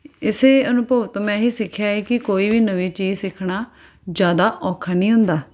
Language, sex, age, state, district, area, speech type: Punjabi, female, 30-45, Punjab, Tarn Taran, urban, spontaneous